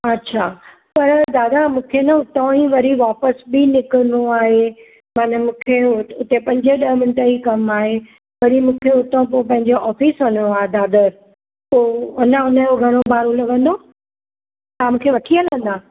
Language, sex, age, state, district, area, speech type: Sindhi, female, 45-60, Maharashtra, Mumbai Suburban, urban, conversation